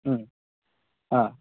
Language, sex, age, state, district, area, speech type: Kannada, male, 30-45, Karnataka, Mandya, rural, conversation